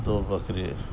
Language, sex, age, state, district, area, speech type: Urdu, male, 45-60, Telangana, Hyderabad, urban, spontaneous